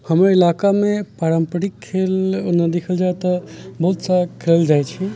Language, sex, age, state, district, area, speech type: Maithili, male, 18-30, Bihar, Sitamarhi, rural, spontaneous